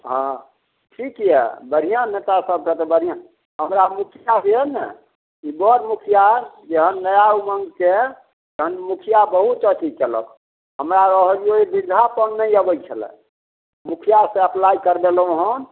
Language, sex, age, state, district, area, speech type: Maithili, male, 60+, Bihar, Samastipur, rural, conversation